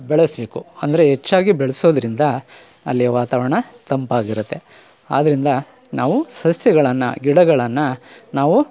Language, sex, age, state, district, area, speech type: Kannada, male, 45-60, Karnataka, Chikkamagaluru, rural, spontaneous